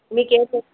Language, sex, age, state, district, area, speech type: Telugu, female, 30-45, Andhra Pradesh, Kadapa, urban, conversation